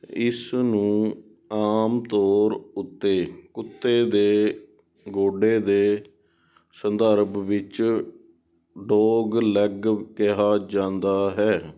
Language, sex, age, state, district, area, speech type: Punjabi, male, 18-30, Punjab, Sangrur, urban, read